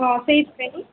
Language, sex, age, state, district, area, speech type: Odia, female, 45-60, Odisha, Sundergarh, rural, conversation